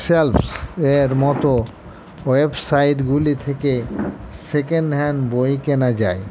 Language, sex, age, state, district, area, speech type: Bengali, male, 60+, West Bengal, Murshidabad, rural, spontaneous